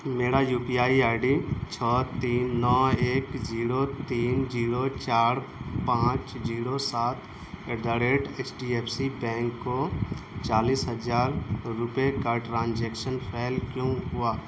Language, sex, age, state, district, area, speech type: Urdu, male, 18-30, Bihar, Saharsa, urban, read